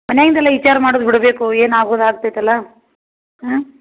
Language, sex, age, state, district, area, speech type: Kannada, female, 60+, Karnataka, Belgaum, urban, conversation